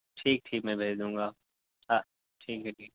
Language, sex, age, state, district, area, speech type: Urdu, male, 18-30, Uttar Pradesh, Siddharthnagar, rural, conversation